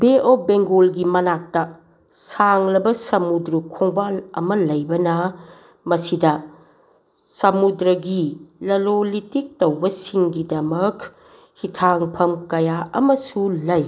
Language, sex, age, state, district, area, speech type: Manipuri, female, 60+, Manipur, Bishnupur, rural, read